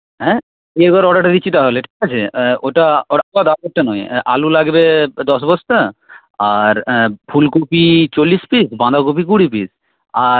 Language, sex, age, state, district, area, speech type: Bengali, male, 45-60, West Bengal, Paschim Medinipur, rural, conversation